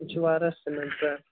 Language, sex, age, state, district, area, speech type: Kashmiri, male, 18-30, Jammu and Kashmir, Kulgam, urban, conversation